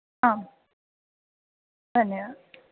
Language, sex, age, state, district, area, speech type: Sanskrit, female, 18-30, Kerala, Thrissur, urban, conversation